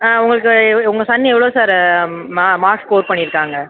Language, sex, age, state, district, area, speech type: Tamil, female, 18-30, Tamil Nadu, Pudukkottai, urban, conversation